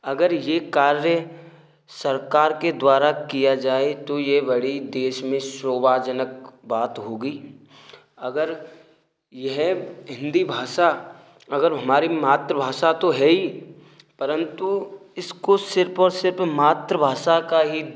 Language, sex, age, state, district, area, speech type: Hindi, male, 18-30, Rajasthan, Bharatpur, rural, spontaneous